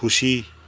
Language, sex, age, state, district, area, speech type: Nepali, male, 60+, West Bengal, Kalimpong, rural, read